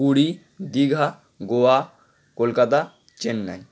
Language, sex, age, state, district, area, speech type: Bengali, male, 18-30, West Bengal, Howrah, urban, spontaneous